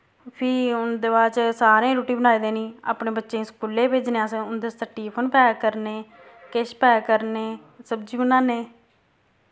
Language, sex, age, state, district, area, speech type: Dogri, female, 30-45, Jammu and Kashmir, Samba, rural, spontaneous